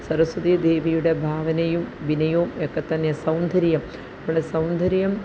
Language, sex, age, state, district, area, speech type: Malayalam, female, 45-60, Kerala, Kottayam, rural, spontaneous